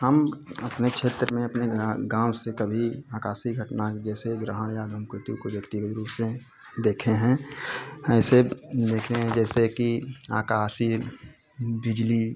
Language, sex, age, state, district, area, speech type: Hindi, male, 30-45, Uttar Pradesh, Chandauli, rural, spontaneous